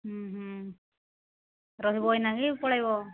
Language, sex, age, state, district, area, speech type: Odia, female, 45-60, Odisha, Angul, rural, conversation